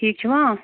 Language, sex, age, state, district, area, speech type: Kashmiri, female, 30-45, Jammu and Kashmir, Anantnag, rural, conversation